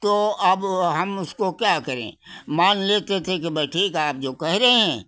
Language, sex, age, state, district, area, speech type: Hindi, male, 60+, Uttar Pradesh, Hardoi, rural, spontaneous